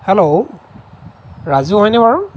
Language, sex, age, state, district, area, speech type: Assamese, male, 45-60, Assam, Lakhimpur, rural, spontaneous